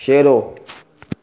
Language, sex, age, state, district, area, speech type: Sindhi, male, 45-60, Maharashtra, Thane, urban, spontaneous